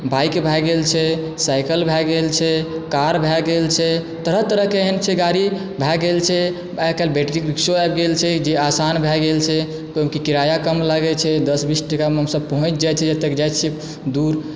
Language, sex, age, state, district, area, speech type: Maithili, male, 18-30, Bihar, Supaul, rural, spontaneous